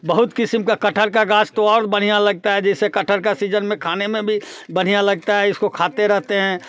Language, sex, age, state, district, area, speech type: Hindi, male, 60+, Bihar, Muzaffarpur, rural, spontaneous